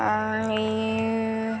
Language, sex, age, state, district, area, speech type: Marathi, female, 30-45, Maharashtra, Nagpur, rural, spontaneous